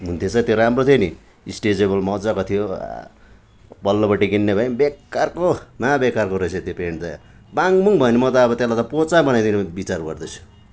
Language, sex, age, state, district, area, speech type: Nepali, male, 45-60, West Bengal, Darjeeling, rural, spontaneous